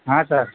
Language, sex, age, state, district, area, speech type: Urdu, male, 45-60, Bihar, Saharsa, rural, conversation